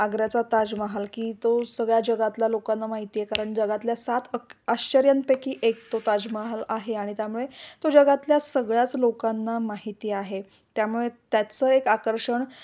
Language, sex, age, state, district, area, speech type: Marathi, female, 45-60, Maharashtra, Kolhapur, urban, spontaneous